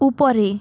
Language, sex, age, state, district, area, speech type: Bengali, female, 30-45, West Bengal, Jalpaiguri, rural, read